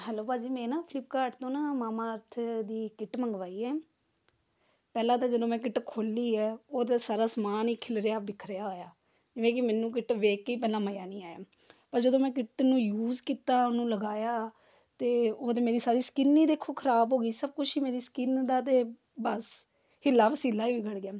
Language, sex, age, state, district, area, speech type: Punjabi, female, 30-45, Punjab, Amritsar, urban, spontaneous